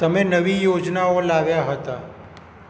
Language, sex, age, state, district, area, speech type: Gujarati, male, 60+, Gujarat, Surat, urban, read